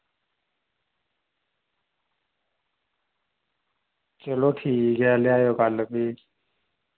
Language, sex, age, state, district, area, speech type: Dogri, male, 30-45, Jammu and Kashmir, Reasi, rural, conversation